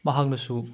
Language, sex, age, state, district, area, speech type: Manipuri, male, 30-45, Manipur, Chandel, rural, spontaneous